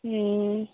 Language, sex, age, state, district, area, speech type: Maithili, female, 18-30, Bihar, Begusarai, rural, conversation